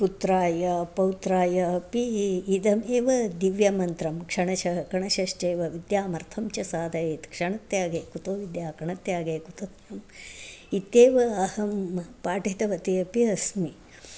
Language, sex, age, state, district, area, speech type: Sanskrit, female, 60+, Karnataka, Bangalore Urban, rural, spontaneous